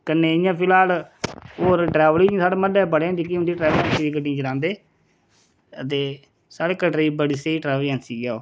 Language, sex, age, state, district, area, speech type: Dogri, male, 30-45, Jammu and Kashmir, Reasi, rural, spontaneous